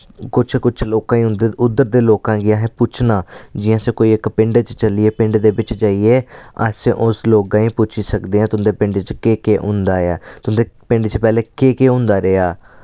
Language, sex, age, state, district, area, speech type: Dogri, male, 18-30, Jammu and Kashmir, Samba, urban, spontaneous